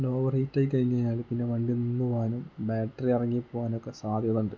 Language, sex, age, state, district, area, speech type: Malayalam, male, 18-30, Kerala, Kozhikode, rural, spontaneous